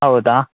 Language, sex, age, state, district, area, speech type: Kannada, male, 18-30, Karnataka, Shimoga, rural, conversation